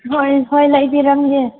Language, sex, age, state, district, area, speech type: Manipuri, female, 18-30, Manipur, Senapati, urban, conversation